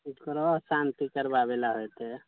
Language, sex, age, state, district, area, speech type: Maithili, male, 30-45, Bihar, Sitamarhi, urban, conversation